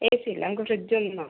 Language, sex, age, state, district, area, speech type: Malayalam, female, 45-60, Kerala, Palakkad, rural, conversation